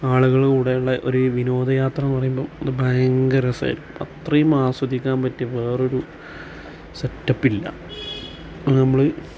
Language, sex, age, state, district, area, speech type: Malayalam, male, 30-45, Kerala, Malappuram, rural, spontaneous